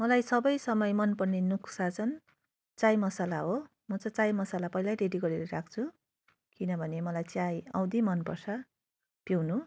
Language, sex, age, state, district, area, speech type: Nepali, female, 30-45, West Bengal, Darjeeling, rural, spontaneous